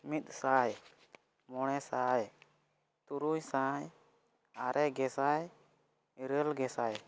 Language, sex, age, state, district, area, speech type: Santali, male, 18-30, Jharkhand, East Singhbhum, rural, spontaneous